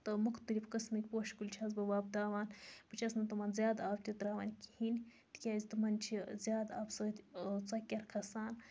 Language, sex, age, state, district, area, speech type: Kashmiri, female, 60+, Jammu and Kashmir, Baramulla, rural, spontaneous